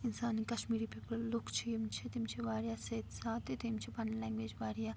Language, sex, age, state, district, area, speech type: Kashmiri, female, 18-30, Jammu and Kashmir, Srinagar, rural, spontaneous